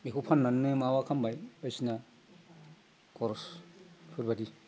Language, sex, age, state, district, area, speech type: Bodo, male, 60+, Assam, Udalguri, rural, spontaneous